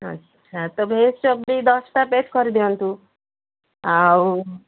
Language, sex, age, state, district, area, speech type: Odia, female, 45-60, Odisha, Sundergarh, rural, conversation